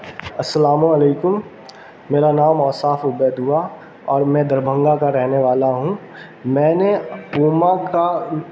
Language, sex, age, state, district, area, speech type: Urdu, male, 18-30, Bihar, Darbhanga, urban, spontaneous